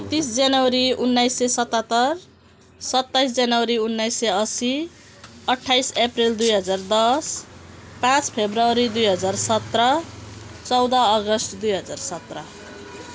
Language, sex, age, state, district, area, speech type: Nepali, female, 45-60, West Bengal, Jalpaiguri, urban, spontaneous